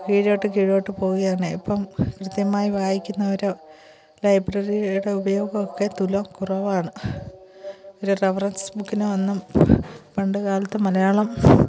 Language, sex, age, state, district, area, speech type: Malayalam, female, 45-60, Kerala, Kollam, rural, spontaneous